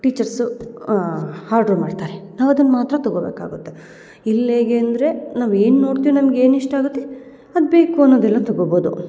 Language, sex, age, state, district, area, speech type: Kannada, female, 30-45, Karnataka, Hassan, urban, spontaneous